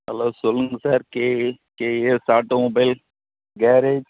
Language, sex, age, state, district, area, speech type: Tamil, male, 30-45, Tamil Nadu, Chengalpattu, rural, conversation